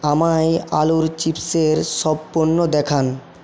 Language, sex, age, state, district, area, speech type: Bengali, male, 45-60, West Bengal, Paschim Medinipur, rural, read